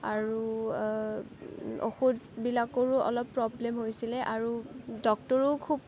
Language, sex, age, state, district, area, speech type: Assamese, female, 18-30, Assam, Kamrup Metropolitan, rural, spontaneous